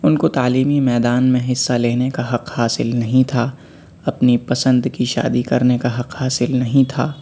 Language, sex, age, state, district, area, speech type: Urdu, male, 18-30, Delhi, Central Delhi, urban, spontaneous